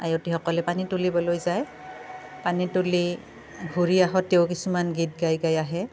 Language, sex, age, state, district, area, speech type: Assamese, female, 45-60, Assam, Barpeta, rural, spontaneous